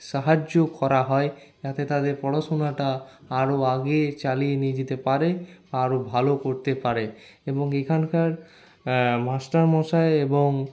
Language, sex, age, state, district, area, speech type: Bengali, male, 60+, West Bengal, Paschim Bardhaman, urban, spontaneous